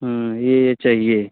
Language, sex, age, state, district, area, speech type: Hindi, male, 18-30, Uttar Pradesh, Jaunpur, rural, conversation